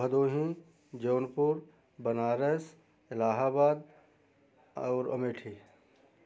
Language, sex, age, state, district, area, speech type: Hindi, male, 30-45, Uttar Pradesh, Jaunpur, rural, spontaneous